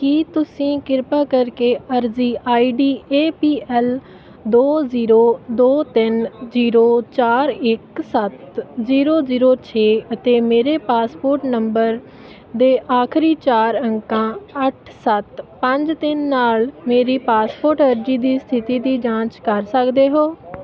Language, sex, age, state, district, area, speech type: Punjabi, female, 18-30, Punjab, Ludhiana, rural, read